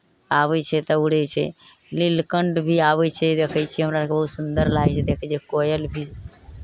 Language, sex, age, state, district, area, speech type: Maithili, female, 60+, Bihar, Araria, rural, spontaneous